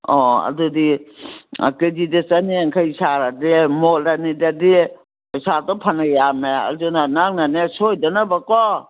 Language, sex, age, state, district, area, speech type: Manipuri, female, 60+, Manipur, Kangpokpi, urban, conversation